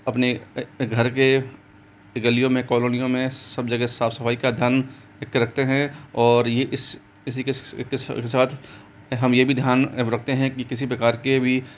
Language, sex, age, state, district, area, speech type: Hindi, male, 45-60, Rajasthan, Jaipur, urban, spontaneous